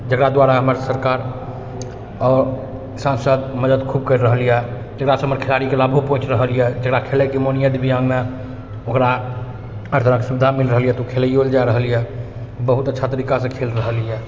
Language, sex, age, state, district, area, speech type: Maithili, male, 30-45, Bihar, Purnia, rural, spontaneous